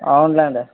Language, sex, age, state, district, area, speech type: Telugu, male, 18-30, Andhra Pradesh, Kadapa, rural, conversation